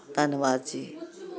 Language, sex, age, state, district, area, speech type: Punjabi, female, 60+, Punjab, Jalandhar, urban, spontaneous